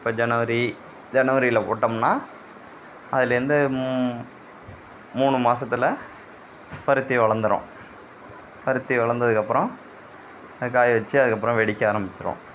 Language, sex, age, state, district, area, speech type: Tamil, male, 45-60, Tamil Nadu, Mayiladuthurai, urban, spontaneous